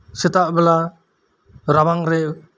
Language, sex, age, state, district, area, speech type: Santali, male, 30-45, West Bengal, Birbhum, rural, spontaneous